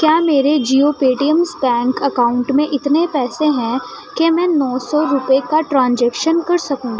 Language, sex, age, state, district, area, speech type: Urdu, female, 18-30, Delhi, East Delhi, rural, read